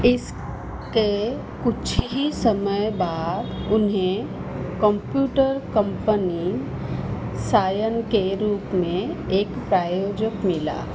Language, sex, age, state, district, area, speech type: Hindi, female, 45-60, Madhya Pradesh, Chhindwara, rural, read